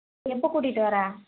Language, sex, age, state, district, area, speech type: Tamil, female, 18-30, Tamil Nadu, Vellore, urban, conversation